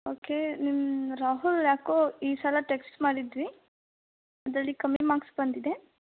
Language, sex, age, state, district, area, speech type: Kannada, female, 18-30, Karnataka, Davanagere, rural, conversation